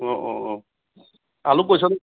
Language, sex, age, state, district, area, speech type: Assamese, male, 30-45, Assam, Sivasagar, rural, conversation